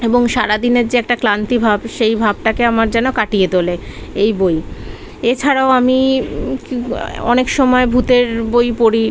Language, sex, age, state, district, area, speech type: Bengali, female, 30-45, West Bengal, Kolkata, urban, spontaneous